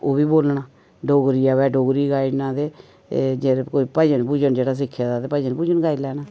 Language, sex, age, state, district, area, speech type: Dogri, female, 45-60, Jammu and Kashmir, Reasi, urban, spontaneous